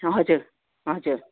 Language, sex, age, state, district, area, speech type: Nepali, female, 60+, West Bengal, Kalimpong, rural, conversation